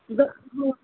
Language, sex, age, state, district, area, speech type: Marathi, female, 30-45, Maharashtra, Thane, urban, conversation